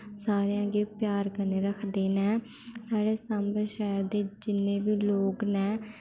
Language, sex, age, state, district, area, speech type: Dogri, female, 18-30, Jammu and Kashmir, Samba, rural, spontaneous